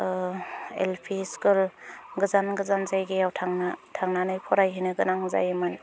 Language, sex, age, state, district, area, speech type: Bodo, female, 30-45, Assam, Udalguri, rural, spontaneous